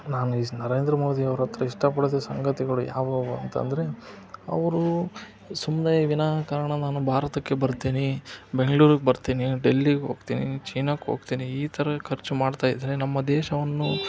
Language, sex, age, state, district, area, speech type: Kannada, male, 45-60, Karnataka, Chitradurga, rural, spontaneous